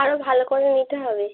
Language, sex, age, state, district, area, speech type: Bengali, female, 18-30, West Bengal, Birbhum, urban, conversation